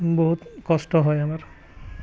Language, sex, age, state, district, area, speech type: Assamese, male, 30-45, Assam, Biswanath, rural, spontaneous